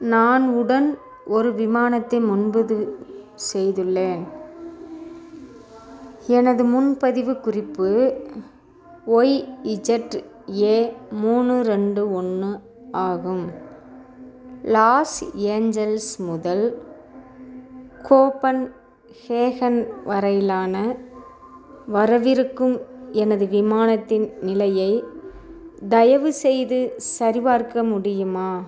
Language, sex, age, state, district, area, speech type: Tamil, female, 60+, Tamil Nadu, Theni, rural, read